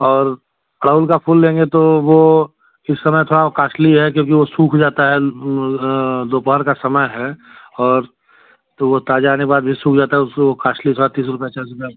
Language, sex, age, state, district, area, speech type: Hindi, male, 30-45, Uttar Pradesh, Chandauli, urban, conversation